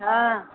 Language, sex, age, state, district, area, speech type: Maithili, female, 60+, Bihar, Sitamarhi, rural, conversation